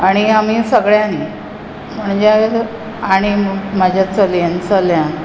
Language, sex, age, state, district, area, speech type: Goan Konkani, female, 45-60, Goa, Bardez, urban, spontaneous